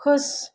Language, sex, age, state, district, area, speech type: Hindi, female, 30-45, Madhya Pradesh, Chhindwara, urban, read